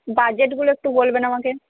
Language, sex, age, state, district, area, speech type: Bengali, female, 30-45, West Bengal, Purba Bardhaman, urban, conversation